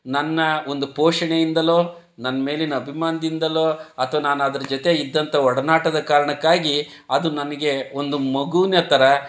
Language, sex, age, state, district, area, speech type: Kannada, male, 60+, Karnataka, Chitradurga, rural, spontaneous